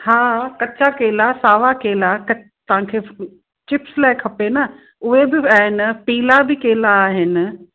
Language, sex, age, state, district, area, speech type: Sindhi, female, 45-60, Gujarat, Kutch, rural, conversation